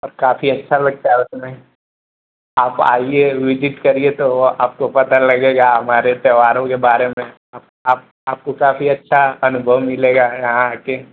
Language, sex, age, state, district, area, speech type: Hindi, male, 18-30, Uttar Pradesh, Ghazipur, urban, conversation